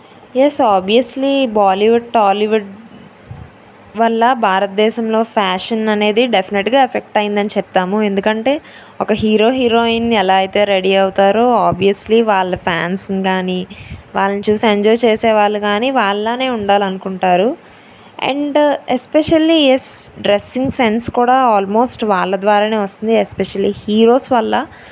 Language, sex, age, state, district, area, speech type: Telugu, female, 18-30, Andhra Pradesh, Anakapalli, rural, spontaneous